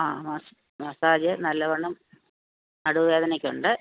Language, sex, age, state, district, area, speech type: Malayalam, female, 45-60, Kerala, Pathanamthitta, rural, conversation